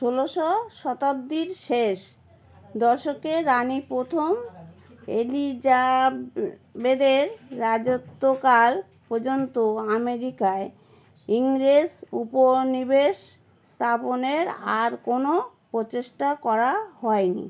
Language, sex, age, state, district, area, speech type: Bengali, female, 60+, West Bengal, Howrah, urban, read